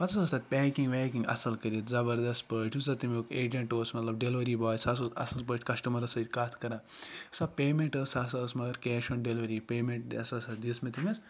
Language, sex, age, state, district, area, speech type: Kashmiri, male, 30-45, Jammu and Kashmir, Ganderbal, rural, spontaneous